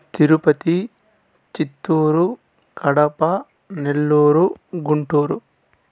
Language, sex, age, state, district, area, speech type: Telugu, male, 18-30, Andhra Pradesh, Sri Balaji, rural, spontaneous